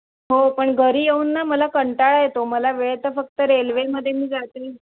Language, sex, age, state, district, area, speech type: Marathi, female, 30-45, Maharashtra, Palghar, urban, conversation